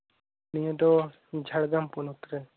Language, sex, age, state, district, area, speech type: Santali, female, 18-30, West Bengal, Jhargram, rural, conversation